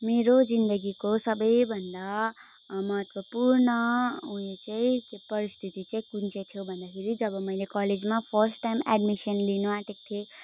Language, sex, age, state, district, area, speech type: Nepali, female, 18-30, West Bengal, Darjeeling, rural, spontaneous